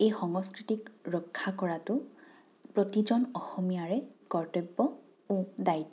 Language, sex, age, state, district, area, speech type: Assamese, female, 18-30, Assam, Morigaon, rural, spontaneous